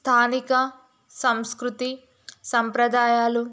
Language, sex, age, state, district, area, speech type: Telugu, female, 18-30, Telangana, Narayanpet, rural, spontaneous